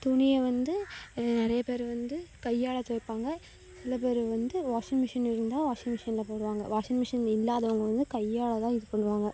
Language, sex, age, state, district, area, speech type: Tamil, female, 18-30, Tamil Nadu, Thoothukudi, rural, spontaneous